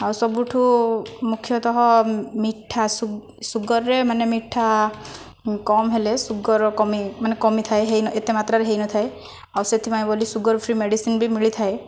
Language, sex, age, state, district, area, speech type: Odia, female, 30-45, Odisha, Kandhamal, rural, spontaneous